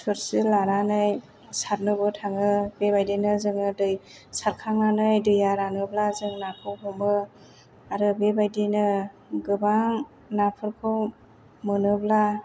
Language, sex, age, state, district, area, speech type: Bodo, female, 30-45, Assam, Chirang, rural, spontaneous